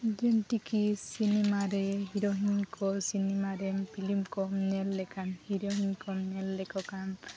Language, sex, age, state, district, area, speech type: Santali, female, 18-30, Jharkhand, East Singhbhum, rural, spontaneous